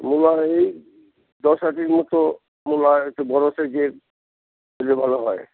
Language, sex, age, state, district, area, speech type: Bengali, male, 60+, West Bengal, Alipurduar, rural, conversation